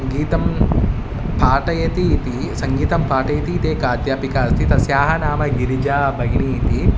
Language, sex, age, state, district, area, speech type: Sanskrit, male, 18-30, Telangana, Hyderabad, urban, spontaneous